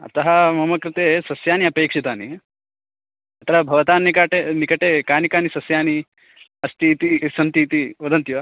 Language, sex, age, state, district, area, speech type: Sanskrit, male, 18-30, Karnataka, Belgaum, rural, conversation